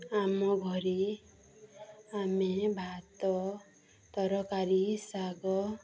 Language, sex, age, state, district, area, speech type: Odia, female, 30-45, Odisha, Balangir, urban, spontaneous